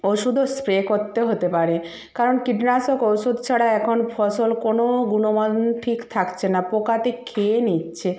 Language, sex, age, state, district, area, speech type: Bengali, female, 45-60, West Bengal, Purba Medinipur, rural, spontaneous